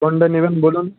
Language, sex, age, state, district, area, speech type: Bengali, male, 18-30, West Bengal, Uttar Dinajpur, urban, conversation